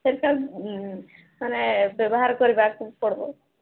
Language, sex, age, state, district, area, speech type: Odia, female, 30-45, Odisha, Sambalpur, rural, conversation